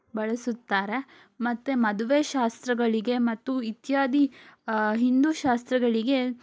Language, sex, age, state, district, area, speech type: Kannada, female, 18-30, Karnataka, Shimoga, rural, spontaneous